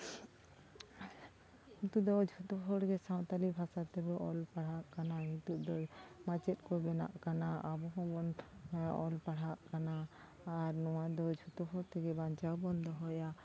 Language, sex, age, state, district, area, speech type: Santali, female, 30-45, West Bengal, Jhargram, rural, spontaneous